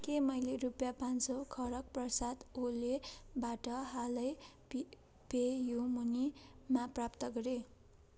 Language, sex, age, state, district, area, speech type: Nepali, female, 45-60, West Bengal, Darjeeling, rural, read